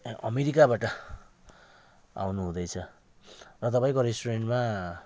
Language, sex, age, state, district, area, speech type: Nepali, male, 45-60, West Bengal, Jalpaiguri, rural, spontaneous